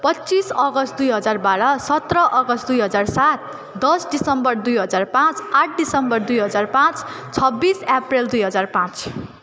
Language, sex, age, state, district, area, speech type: Nepali, female, 18-30, West Bengal, Darjeeling, rural, spontaneous